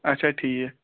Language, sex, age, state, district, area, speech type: Kashmiri, male, 18-30, Jammu and Kashmir, Kulgam, urban, conversation